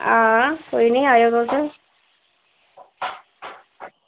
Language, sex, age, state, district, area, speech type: Dogri, female, 45-60, Jammu and Kashmir, Udhampur, rural, conversation